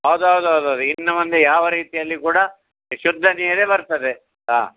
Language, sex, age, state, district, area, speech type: Kannada, male, 60+, Karnataka, Udupi, rural, conversation